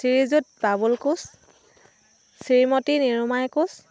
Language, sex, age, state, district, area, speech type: Assamese, female, 18-30, Assam, Dhemaji, rural, spontaneous